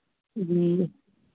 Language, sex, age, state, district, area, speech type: Hindi, female, 18-30, Madhya Pradesh, Chhindwara, urban, conversation